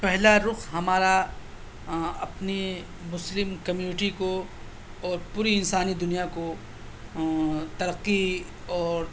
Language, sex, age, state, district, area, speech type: Urdu, male, 30-45, Delhi, South Delhi, urban, spontaneous